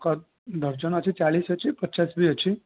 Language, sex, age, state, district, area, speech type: Odia, male, 18-30, Odisha, Jajpur, rural, conversation